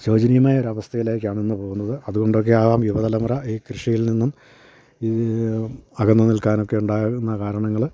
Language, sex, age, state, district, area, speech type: Malayalam, male, 45-60, Kerala, Idukki, rural, spontaneous